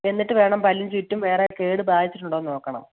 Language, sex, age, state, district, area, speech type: Malayalam, female, 30-45, Kerala, Idukki, rural, conversation